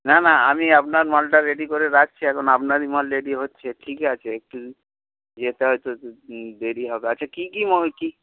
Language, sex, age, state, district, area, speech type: Bengali, male, 45-60, West Bengal, Hooghly, rural, conversation